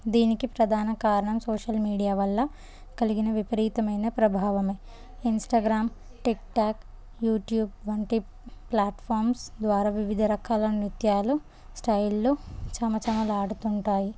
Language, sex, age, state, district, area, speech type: Telugu, female, 18-30, Telangana, Jangaon, urban, spontaneous